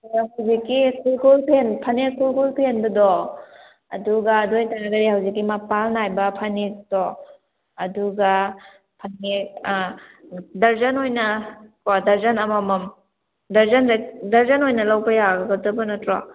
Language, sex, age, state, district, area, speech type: Manipuri, female, 30-45, Manipur, Kakching, rural, conversation